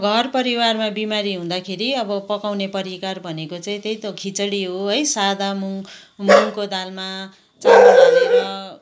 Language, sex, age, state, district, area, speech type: Nepali, female, 45-60, West Bengal, Kalimpong, rural, spontaneous